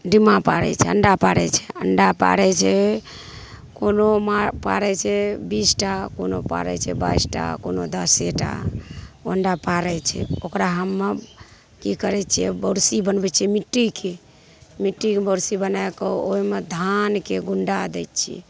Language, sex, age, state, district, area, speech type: Maithili, female, 45-60, Bihar, Madhepura, rural, spontaneous